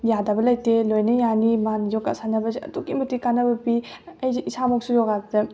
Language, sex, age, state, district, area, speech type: Manipuri, female, 18-30, Manipur, Bishnupur, rural, spontaneous